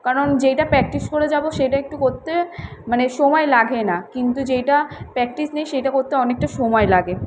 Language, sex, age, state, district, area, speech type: Bengali, female, 18-30, West Bengal, Kolkata, urban, spontaneous